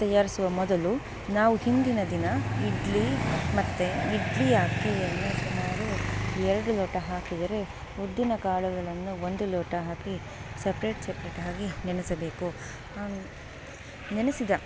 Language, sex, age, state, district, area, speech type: Kannada, female, 30-45, Karnataka, Bangalore Rural, rural, spontaneous